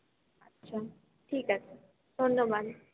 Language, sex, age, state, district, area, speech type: Bengali, female, 18-30, West Bengal, Paschim Bardhaman, urban, conversation